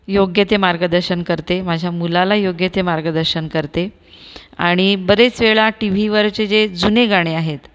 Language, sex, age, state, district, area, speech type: Marathi, female, 45-60, Maharashtra, Buldhana, urban, spontaneous